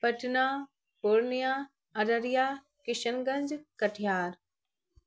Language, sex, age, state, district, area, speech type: Urdu, female, 18-30, Bihar, Araria, rural, spontaneous